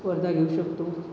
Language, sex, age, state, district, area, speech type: Marathi, male, 30-45, Maharashtra, Nagpur, urban, spontaneous